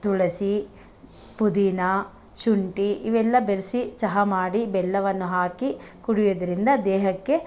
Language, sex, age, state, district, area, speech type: Kannada, female, 45-60, Karnataka, Bangalore Rural, rural, spontaneous